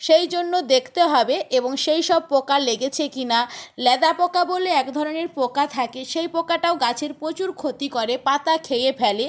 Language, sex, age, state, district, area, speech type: Bengali, female, 45-60, West Bengal, Purba Medinipur, rural, spontaneous